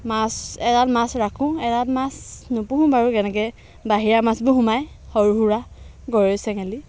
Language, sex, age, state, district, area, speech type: Assamese, female, 60+, Assam, Dhemaji, rural, spontaneous